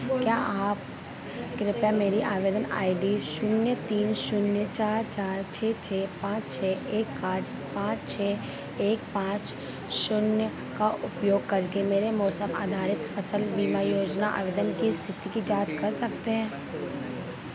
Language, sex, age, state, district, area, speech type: Hindi, female, 18-30, Madhya Pradesh, Harda, urban, read